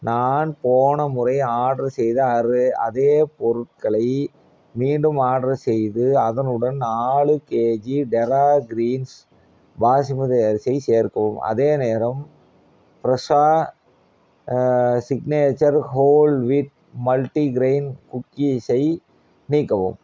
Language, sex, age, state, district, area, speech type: Tamil, male, 30-45, Tamil Nadu, Coimbatore, rural, read